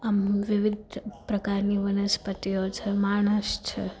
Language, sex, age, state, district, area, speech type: Gujarati, female, 18-30, Gujarat, Rajkot, urban, spontaneous